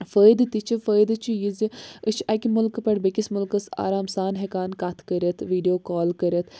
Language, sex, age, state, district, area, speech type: Kashmiri, female, 18-30, Jammu and Kashmir, Bandipora, rural, spontaneous